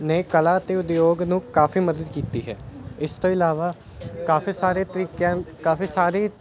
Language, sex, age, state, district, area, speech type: Punjabi, male, 18-30, Punjab, Ludhiana, urban, spontaneous